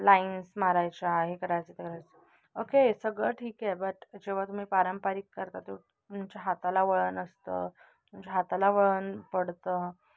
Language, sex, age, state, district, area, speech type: Marathi, female, 18-30, Maharashtra, Nashik, urban, spontaneous